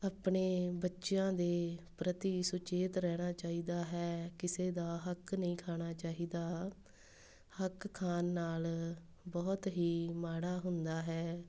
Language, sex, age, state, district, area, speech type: Punjabi, female, 18-30, Punjab, Tarn Taran, rural, spontaneous